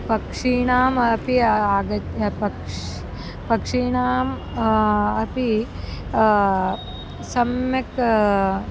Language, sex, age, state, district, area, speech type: Sanskrit, female, 30-45, Karnataka, Dharwad, urban, spontaneous